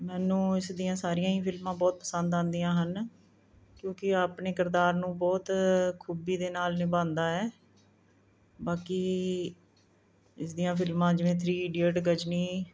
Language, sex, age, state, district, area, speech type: Punjabi, female, 45-60, Punjab, Mohali, urban, spontaneous